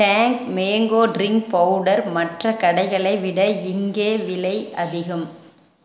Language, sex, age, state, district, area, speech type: Tamil, female, 30-45, Tamil Nadu, Erode, rural, read